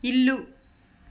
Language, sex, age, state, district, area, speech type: Telugu, female, 45-60, Andhra Pradesh, Nellore, urban, read